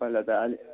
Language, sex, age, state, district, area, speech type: Nepali, male, 30-45, West Bengal, Kalimpong, rural, conversation